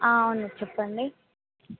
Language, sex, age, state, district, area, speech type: Telugu, female, 18-30, Telangana, Mahbubnagar, urban, conversation